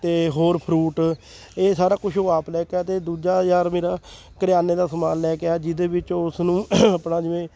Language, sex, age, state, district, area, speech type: Punjabi, male, 30-45, Punjab, Fatehgarh Sahib, rural, spontaneous